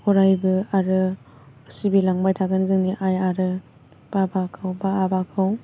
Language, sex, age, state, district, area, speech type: Bodo, female, 18-30, Assam, Baksa, rural, spontaneous